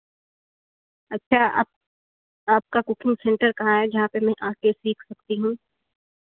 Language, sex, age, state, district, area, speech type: Hindi, female, 18-30, Uttar Pradesh, Chandauli, urban, conversation